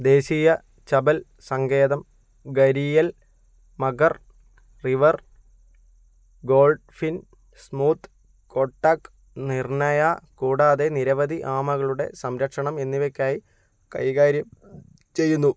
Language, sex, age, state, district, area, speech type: Malayalam, male, 60+, Kerala, Kozhikode, urban, read